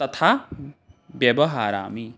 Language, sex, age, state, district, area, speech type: Sanskrit, male, 18-30, Assam, Barpeta, rural, spontaneous